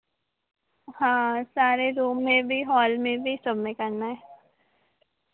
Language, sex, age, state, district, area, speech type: Hindi, female, 18-30, Madhya Pradesh, Harda, urban, conversation